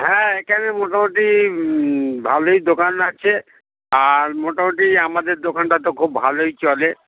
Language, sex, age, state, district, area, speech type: Bengali, male, 60+, West Bengal, Dakshin Dinajpur, rural, conversation